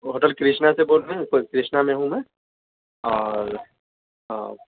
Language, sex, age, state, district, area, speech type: Urdu, male, 18-30, Delhi, South Delhi, urban, conversation